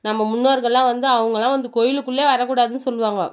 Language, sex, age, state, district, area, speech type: Tamil, female, 30-45, Tamil Nadu, Viluppuram, rural, spontaneous